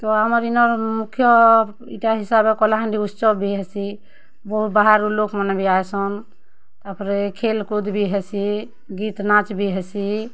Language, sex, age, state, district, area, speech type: Odia, female, 30-45, Odisha, Kalahandi, rural, spontaneous